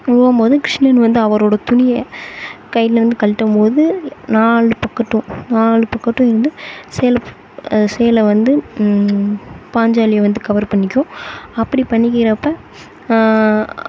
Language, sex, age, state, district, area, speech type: Tamil, female, 18-30, Tamil Nadu, Sivaganga, rural, spontaneous